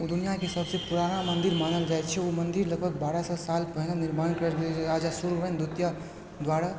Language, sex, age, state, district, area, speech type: Maithili, male, 18-30, Bihar, Supaul, rural, spontaneous